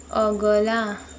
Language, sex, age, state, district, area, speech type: Hindi, female, 60+, Uttar Pradesh, Sonbhadra, rural, read